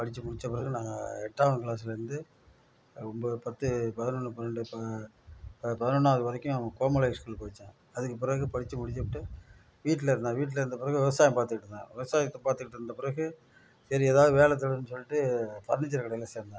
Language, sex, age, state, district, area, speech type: Tamil, male, 60+, Tamil Nadu, Nagapattinam, rural, spontaneous